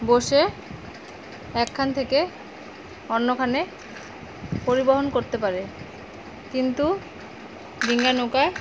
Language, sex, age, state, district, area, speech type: Bengali, female, 30-45, West Bengal, Alipurduar, rural, spontaneous